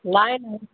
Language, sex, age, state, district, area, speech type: Odia, female, 60+, Odisha, Kandhamal, rural, conversation